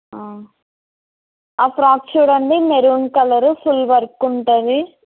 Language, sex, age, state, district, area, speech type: Telugu, female, 60+, Andhra Pradesh, Eluru, urban, conversation